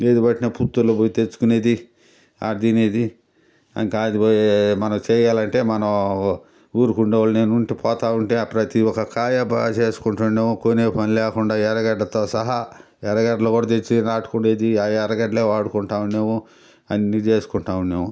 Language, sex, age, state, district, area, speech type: Telugu, male, 60+, Andhra Pradesh, Sri Balaji, urban, spontaneous